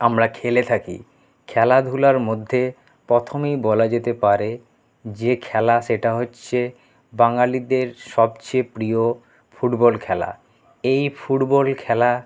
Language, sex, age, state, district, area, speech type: Bengali, male, 30-45, West Bengal, Paschim Bardhaman, urban, spontaneous